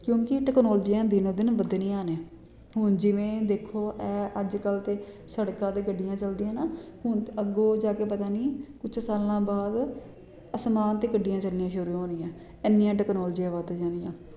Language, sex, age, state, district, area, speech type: Punjabi, female, 30-45, Punjab, Jalandhar, urban, spontaneous